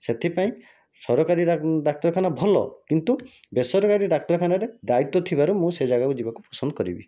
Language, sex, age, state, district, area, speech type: Odia, male, 18-30, Odisha, Jajpur, rural, spontaneous